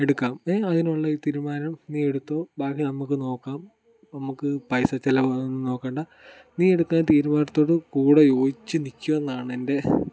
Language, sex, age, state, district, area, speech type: Malayalam, male, 18-30, Kerala, Kottayam, rural, spontaneous